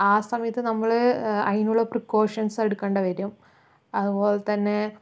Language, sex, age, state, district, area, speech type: Malayalam, female, 45-60, Kerala, Palakkad, rural, spontaneous